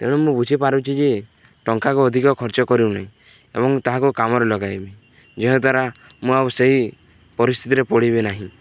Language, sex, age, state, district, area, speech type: Odia, male, 18-30, Odisha, Balangir, urban, spontaneous